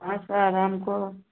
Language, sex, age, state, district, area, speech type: Maithili, female, 45-60, Bihar, Sitamarhi, rural, conversation